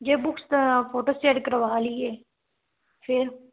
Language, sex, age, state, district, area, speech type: Punjabi, female, 18-30, Punjab, Fazilka, rural, conversation